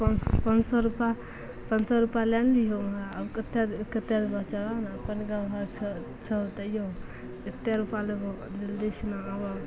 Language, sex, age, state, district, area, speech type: Maithili, female, 18-30, Bihar, Begusarai, rural, spontaneous